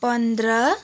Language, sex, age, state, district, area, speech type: Nepali, female, 18-30, West Bengal, Kalimpong, rural, spontaneous